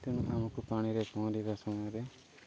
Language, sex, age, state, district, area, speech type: Odia, male, 30-45, Odisha, Nabarangpur, urban, spontaneous